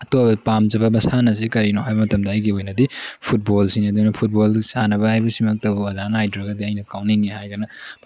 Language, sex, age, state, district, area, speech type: Manipuri, male, 18-30, Manipur, Tengnoupal, rural, spontaneous